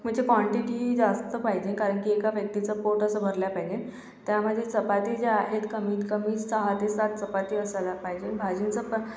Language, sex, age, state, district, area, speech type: Marathi, female, 45-60, Maharashtra, Yavatmal, urban, spontaneous